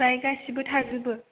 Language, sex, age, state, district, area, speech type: Bodo, female, 18-30, Assam, Chirang, urban, conversation